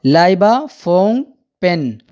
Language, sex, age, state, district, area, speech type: Urdu, male, 30-45, Bihar, Darbhanga, urban, spontaneous